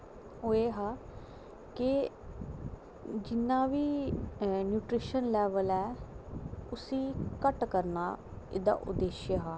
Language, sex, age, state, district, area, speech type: Dogri, female, 30-45, Jammu and Kashmir, Kathua, rural, spontaneous